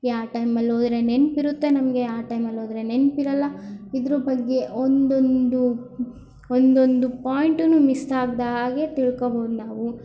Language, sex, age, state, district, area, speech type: Kannada, female, 18-30, Karnataka, Chitradurga, rural, spontaneous